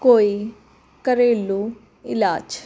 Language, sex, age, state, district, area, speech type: Punjabi, female, 30-45, Punjab, Jalandhar, urban, spontaneous